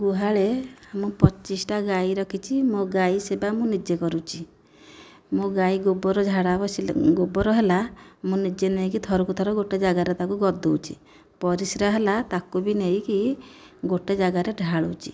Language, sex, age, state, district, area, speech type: Odia, female, 45-60, Odisha, Nayagarh, rural, spontaneous